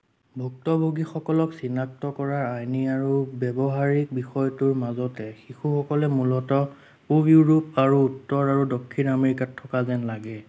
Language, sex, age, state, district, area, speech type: Assamese, male, 18-30, Assam, Sonitpur, rural, read